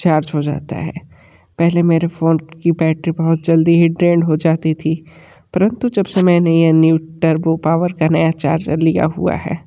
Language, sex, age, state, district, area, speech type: Hindi, male, 30-45, Uttar Pradesh, Sonbhadra, rural, spontaneous